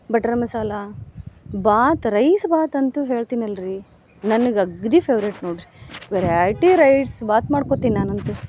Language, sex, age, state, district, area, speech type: Kannada, female, 30-45, Karnataka, Gadag, rural, spontaneous